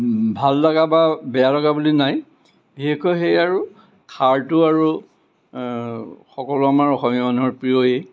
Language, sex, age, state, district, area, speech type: Assamese, male, 60+, Assam, Kamrup Metropolitan, urban, spontaneous